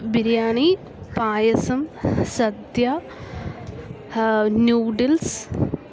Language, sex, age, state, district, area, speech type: Malayalam, female, 18-30, Kerala, Alappuzha, rural, spontaneous